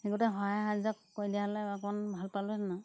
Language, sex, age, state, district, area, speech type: Assamese, female, 60+, Assam, Golaghat, rural, spontaneous